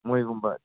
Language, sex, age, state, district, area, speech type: Manipuri, male, 18-30, Manipur, Kangpokpi, urban, conversation